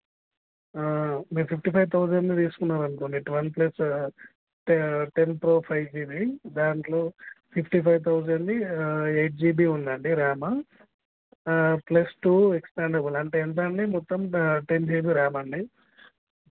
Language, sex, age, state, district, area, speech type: Telugu, male, 18-30, Telangana, Jagtial, urban, conversation